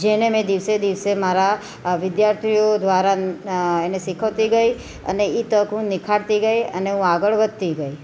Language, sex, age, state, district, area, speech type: Gujarati, female, 30-45, Gujarat, Surat, urban, spontaneous